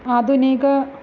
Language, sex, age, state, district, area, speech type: Sanskrit, female, 30-45, Kerala, Thiruvananthapuram, urban, spontaneous